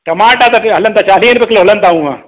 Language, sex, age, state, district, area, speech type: Sindhi, male, 45-60, Madhya Pradesh, Katni, urban, conversation